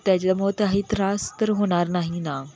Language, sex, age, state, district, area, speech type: Marathi, female, 18-30, Maharashtra, Kolhapur, urban, spontaneous